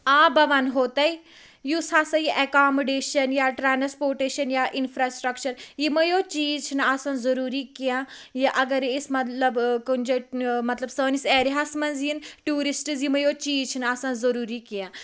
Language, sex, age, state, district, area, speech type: Kashmiri, female, 30-45, Jammu and Kashmir, Pulwama, rural, spontaneous